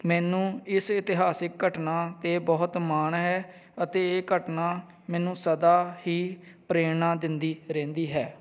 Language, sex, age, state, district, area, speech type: Punjabi, male, 30-45, Punjab, Kapurthala, rural, spontaneous